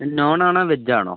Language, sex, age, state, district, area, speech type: Malayalam, male, 30-45, Kerala, Wayanad, rural, conversation